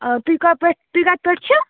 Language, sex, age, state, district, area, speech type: Kashmiri, female, 30-45, Jammu and Kashmir, Bandipora, rural, conversation